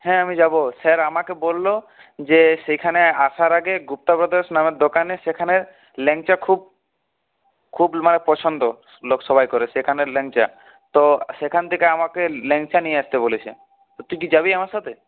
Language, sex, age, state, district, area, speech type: Bengali, male, 30-45, West Bengal, Purulia, urban, conversation